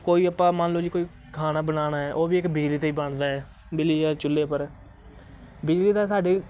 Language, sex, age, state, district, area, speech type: Punjabi, male, 18-30, Punjab, Shaheed Bhagat Singh Nagar, urban, spontaneous